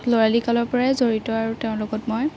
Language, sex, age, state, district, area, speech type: Assamese, female, 18-30, Assam, Biswanath, rural, spontaneous